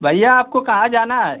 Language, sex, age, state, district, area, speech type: Hindi, male, 45-60, Uttar Pradesh, Mau, urban, conversation